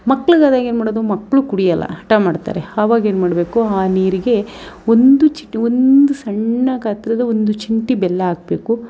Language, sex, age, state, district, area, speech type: Kannada, female, 30-45, Karnataka, Mandya, rural, spontaneous